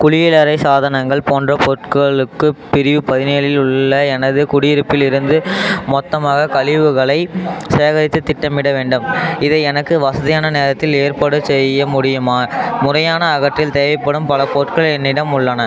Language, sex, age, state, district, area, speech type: Tamil, male, 18-30, Tamil Nadu, Tiruppur, rural, read